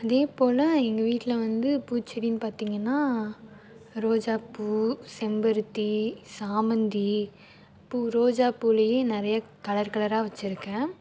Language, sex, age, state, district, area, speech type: Tamil, female, 18-30, Tamil Nadu, Nagapattinam, rural, spontaneous